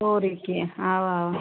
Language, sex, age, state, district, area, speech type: Kashmiri, female, 18-30, Jammu and Kashmir, Kulgam, rural, conversation